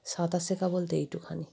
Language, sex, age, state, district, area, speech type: Bengali, female, 30-45, West Bengal, Darjeeling, rural, spontaneous